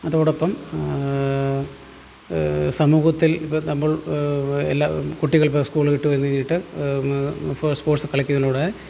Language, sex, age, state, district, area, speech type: Malayalam, male, 30-45, Kerala, Alappuzha, rural, spontaneous